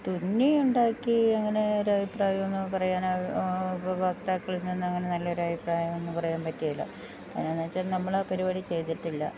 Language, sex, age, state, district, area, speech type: Malayalam, female, 60+, Kerala, Idukki, rural, spontaneous